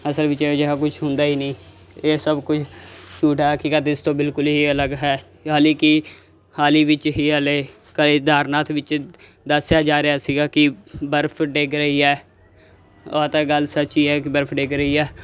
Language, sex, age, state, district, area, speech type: Punjabi, male, 18-30, Punjab, Muktsar, urban, spontaneous